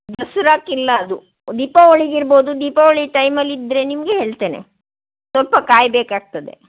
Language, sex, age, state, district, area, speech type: Kannada, female, 45-60, Karnataka, Shimoga, rural, conversation